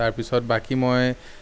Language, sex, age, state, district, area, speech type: Assamese, male, 30-45, Assam, Sonitpur, urban, spontaneous